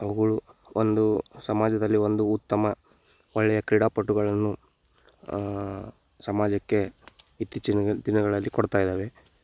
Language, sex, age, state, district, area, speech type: Kannada, male, 18-30, Karnataka, Bagalkot, rural, spontaneous